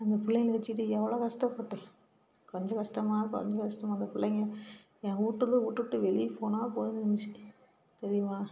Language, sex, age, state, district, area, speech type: Tamil, female, 45-60, Tamil Nadu, Salem, rural, spontaneous